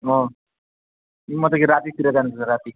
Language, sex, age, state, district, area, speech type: Nepali, male, 18-30, West Bengal, Jalpaiguri, rural, conversation